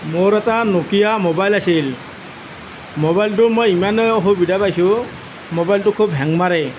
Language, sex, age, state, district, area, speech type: Assamese, male, 30-45, Assam, Nalbari, rural, spontaneous